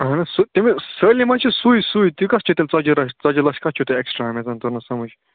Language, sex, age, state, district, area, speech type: Kashmiri, male, 30-45, Jammu and Kashmir, Ganderbal, rural, conversation